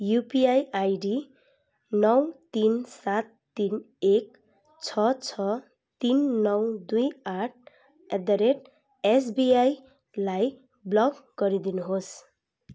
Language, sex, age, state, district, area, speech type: Nepali, female, 30-45, West Bengal, Kalimpong, rural, read